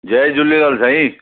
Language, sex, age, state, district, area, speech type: Sindhi, male, 45-60, Maharashtra, Thane, urban, conversation